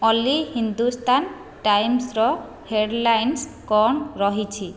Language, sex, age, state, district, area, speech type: Odia, female, 45-60, Odisha, Khordha, rural, read